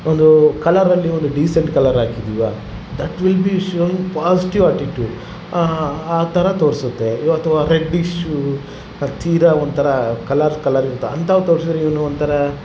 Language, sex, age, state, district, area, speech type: Kannada, male, 30-45, Karnataka, Vijayanagara, rural, spontaneous